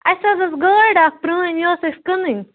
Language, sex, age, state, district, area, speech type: Kashmiri, female, 30-45, Jammu and Kashmir, Budgam, rural, conversation